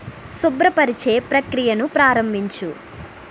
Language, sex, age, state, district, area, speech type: Telugu, female, 30-45, Andhra Pradesh, East Godavari, rural, read